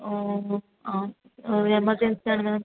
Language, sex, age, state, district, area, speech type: Malayalam, female, 18-30, Kerala, Kasaragod, rural, conversation